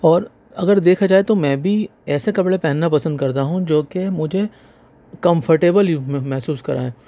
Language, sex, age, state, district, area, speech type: Urdu, male, 18-30, Delhi, Central Delhi, urban, spontaneous